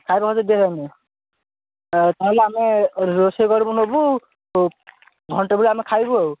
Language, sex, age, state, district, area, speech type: Odia, male, 18-30, Odisha, Ganjam, rural, conversation